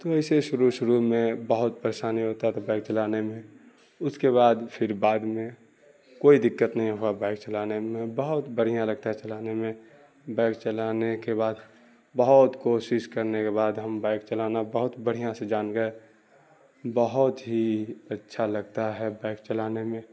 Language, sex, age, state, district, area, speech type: Urdu, male, 18-30, Bihar, Darbhanga, rural, spontaneous